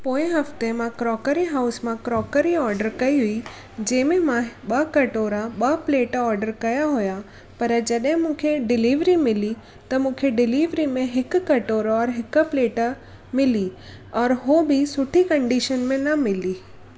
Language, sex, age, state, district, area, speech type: Sindhi, female, 18-30, Gujarat, Surat, urban, spontaneous